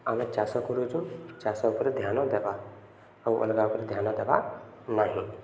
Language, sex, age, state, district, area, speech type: Odia, male, 18-30, Odisha, Subarnapur, urban, spontaneous